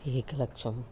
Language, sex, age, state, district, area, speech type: Sanskrit, male, 30-45, Kerala, Kannur, rural, spontaneous